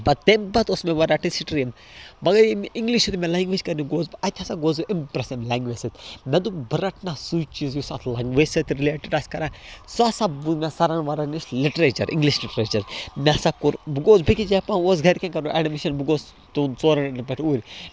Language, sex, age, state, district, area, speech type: Kashmiri, male, 18-30, Jammu and Kashmir, Baramulla, rural, spontaneous